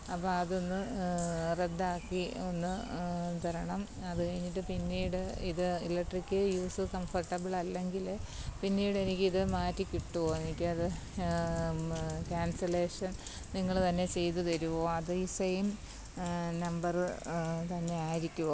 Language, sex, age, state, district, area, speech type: Malayalam, female, 30-45, Kerala, Kottayam, rural, spontaneous